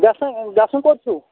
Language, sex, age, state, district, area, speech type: Kashmiri, male, 30-45, Jammu and Kashmir, Kulgam, rural, conversation